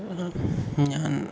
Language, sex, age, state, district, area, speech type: Malayalam, male, 18-30, Kerala, Palakkad, urban, spontaneous